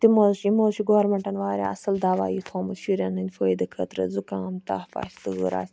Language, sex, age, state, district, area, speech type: Kashmiri, female, 30-45, Jammu and Kashmir, Ganderbal, rural, spontaneous